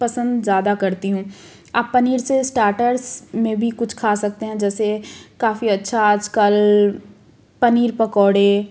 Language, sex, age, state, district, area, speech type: Hindi, female, 30-45, Madhya Pradesh, Jabalpur, urban, spontaneous